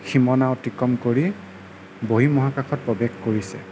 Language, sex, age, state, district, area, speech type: Assamese, male, 30-45, Assam, Nagaon, rural, spontaneous